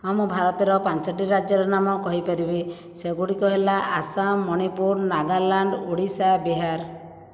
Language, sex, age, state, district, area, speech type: Odia, female, 60+, Odisha, Jajpur, rural, spontaneous